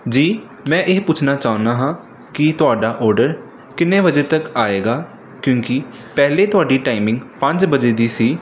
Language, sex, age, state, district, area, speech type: Punjabi, male, 18-30, Punjab, Pathankot, rural, spontaneous